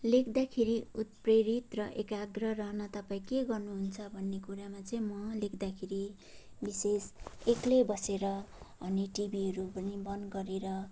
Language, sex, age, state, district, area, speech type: Nepali, female, 30-45, West Bengal, Jalpaiguri, urban, spontaneous